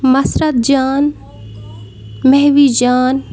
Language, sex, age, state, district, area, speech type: Kashmiri, female, 30-45, Jammu and Kashmir, Bandipora, rural, spontaneous